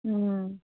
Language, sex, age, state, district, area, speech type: Tamil, female, 60+, Tamil Nadu, Viluppuram, rural, conversation